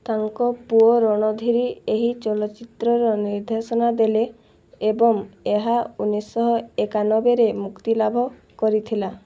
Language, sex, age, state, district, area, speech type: Odia, female, 18-30, Odisha, Boudh, rural, read